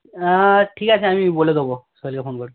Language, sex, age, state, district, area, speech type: Bengali, male, 18-30, West Bengal, South 24 Parganas, rural, conversation